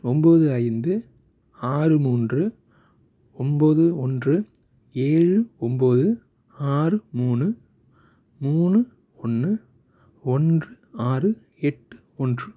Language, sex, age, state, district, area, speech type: Tamil, male, 18-30, Tamil Nadu, Thanjavur, rural, read